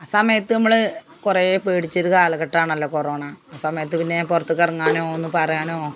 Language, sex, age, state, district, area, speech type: Malayalam, female, 45-60, Kerala, Malappuram, rural, spontaneous